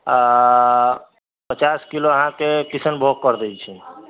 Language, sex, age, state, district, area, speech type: Maithili, male, 30-45, Bihar, Sitamarhi, urban, conversation